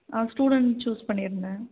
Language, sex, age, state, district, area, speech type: Tamil, female, 30-45, Tamil Nadu, Kanchipuram, urban, conversation